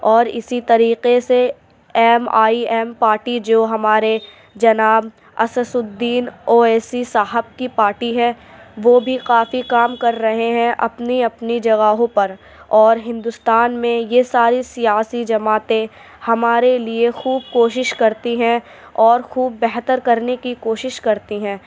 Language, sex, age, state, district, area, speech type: Urdu, female, 45-60, Delhi, Central Delhi, urban, spontaneous